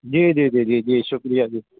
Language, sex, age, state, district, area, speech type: Urdu, male, 18-30, Bihar, Saharsa, urban, conversation